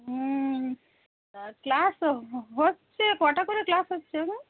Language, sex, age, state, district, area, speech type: Bengali, female, 45-60, West Bengal, Hooghly, rural, conversation